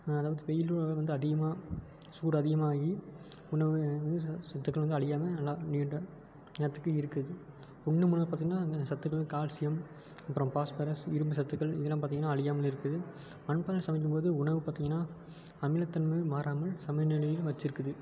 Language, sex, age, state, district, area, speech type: Tamil, male, 18-30, Tamil Nadu, Tiruppur, rural, spontaneous